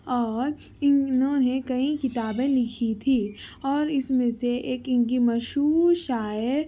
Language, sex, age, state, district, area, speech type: Urdu, female, 18-30, Telangana, Hyderabad, urban, spontaneous